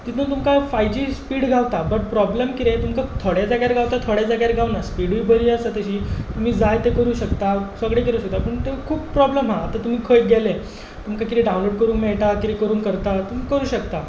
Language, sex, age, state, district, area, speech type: Goan Konkani, male, 18-30, Goa, Tiswadi, rural, spontaneous